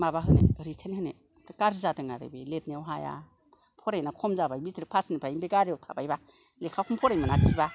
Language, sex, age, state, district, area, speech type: Bodo, female, 60+, Assam, Kokrajhar, rural, spontaneous